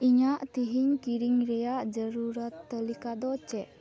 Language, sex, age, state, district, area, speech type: Santali, female, 18-30, West Bengal, Dakshin Dinajpur, rural, read